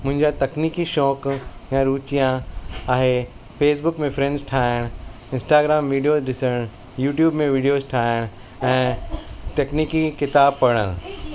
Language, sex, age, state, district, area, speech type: Sindhi, male, 45-60, Maharashtra, Mumbai Suburban, urban, spontaneous